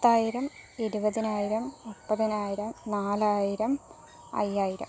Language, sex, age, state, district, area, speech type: Malayalam, female, 18-30, Kerala, Palakkad, rural, spontaneous